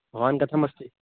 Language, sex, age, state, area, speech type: Sanskrit, male, 18-30, Uttarakhand, urban, conversation